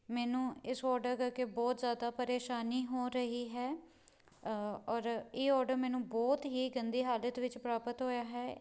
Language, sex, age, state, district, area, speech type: Punjabi, female, 18-30, Punjab, Pathankot, rural, spontaneous